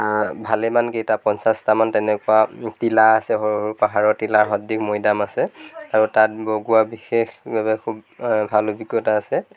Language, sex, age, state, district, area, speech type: Assamese, male, 30-45, Assam, Lakhimpur, rural, spontaneous